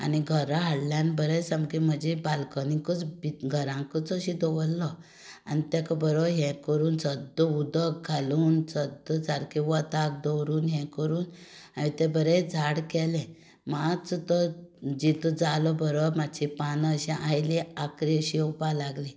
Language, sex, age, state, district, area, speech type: Goan Konkani, female, 45-60, Goa, Tiswadi, rural, spontaneous